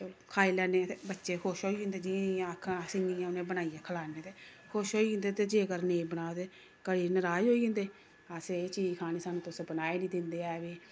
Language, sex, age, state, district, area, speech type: Dogri, female, 30-45, Jammu and Kashmir, Samba, urban, spontaneous